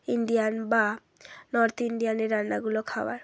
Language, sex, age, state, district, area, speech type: Bengali, female, 30-45, West Bengal, Hooghly, urban, spontaneous